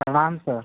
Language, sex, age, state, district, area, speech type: Hindi, male, 18-30, Uttar Pradesh, Mirzapur, rural, conversation